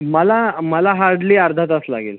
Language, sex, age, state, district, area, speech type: Marathi, male, 18-30, Maharashtra, Raigad, rural, conversation